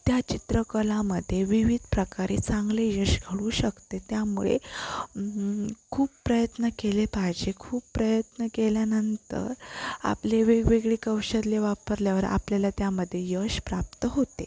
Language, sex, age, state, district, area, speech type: Marathi, female, 18-30, Maharashtra, Sindhudurg, rural, spontaneous